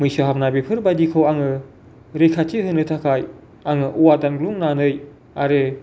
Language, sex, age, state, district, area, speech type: Bodo, male, 45-60, Assam, Kokrajhar, rural, spontaneous